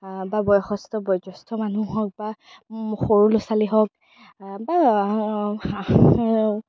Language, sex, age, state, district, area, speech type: Assamese, female, 18-30, Assam, Darrang, rural, spontaneous